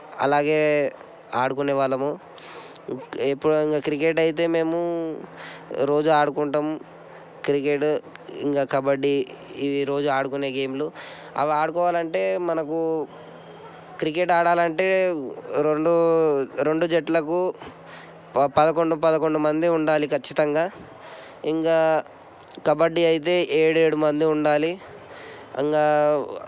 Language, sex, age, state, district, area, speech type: Telugu, male, 18-30, Telangana, Medchal, urban, spontaneous